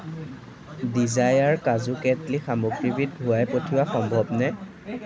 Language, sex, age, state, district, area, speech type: Assamese, male, 30-45, Assam, Darrang, rural, read